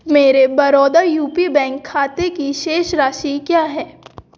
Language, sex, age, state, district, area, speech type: Hindi, female, 18-30, Madhya Pradesh, Jabalpur, urban, read